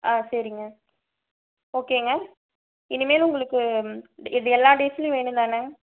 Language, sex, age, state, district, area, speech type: Tamil, female, 18-30, Tamil Nadu, Erode, urban, conversation